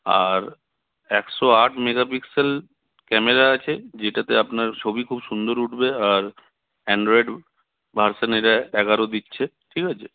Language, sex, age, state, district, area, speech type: Bengali, male, 18-30, West Bengal, Purulia, urban, conversation